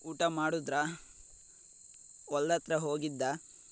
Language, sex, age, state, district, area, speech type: Kannada, male, 45-60, Karnataka, Tumkur, rural, spontaneous